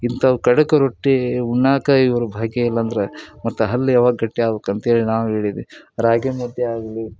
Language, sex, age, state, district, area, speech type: Kannada, male, 30-45, Karnataka, Koppal, rural, spontaneous